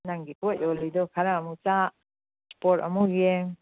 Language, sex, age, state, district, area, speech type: Manipuri, female, 60+, Manipur, Kangpokpi, urban, conversation